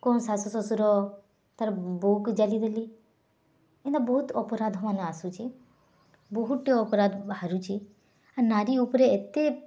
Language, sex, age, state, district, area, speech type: Odia, female, 18-30, Odisha, Bargarh, urban, spontaneous